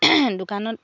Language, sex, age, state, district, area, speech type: Assamese, female, 30-45, Assam, Charaideo, rural, spontaneous